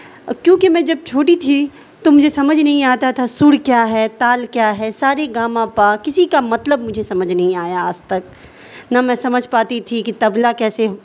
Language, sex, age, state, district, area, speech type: Urdu, female, 18-30, Bihar, Darbhanga, rural, spontaneous